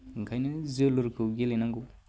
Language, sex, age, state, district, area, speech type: Bodo, male, 18-30, Assam, Baksa, rural, spontaneous